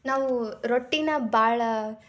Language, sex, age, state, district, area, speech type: Kannada, female, 18-30, Karnataka, Dharwad, rural, spontaneous